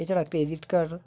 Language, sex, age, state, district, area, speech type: Bengali, male, 18-30, West Bengal, Hooghly, urban, spontaneous